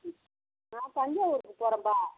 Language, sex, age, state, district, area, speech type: Tamil, female, 30-45, Tamil Nadu, Kallakurichi, rural, conversation